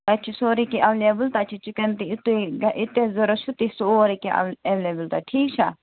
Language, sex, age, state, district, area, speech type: Kashmiri, female, 45-60, Jammu and Kashmir, Srinagar, urban, conversation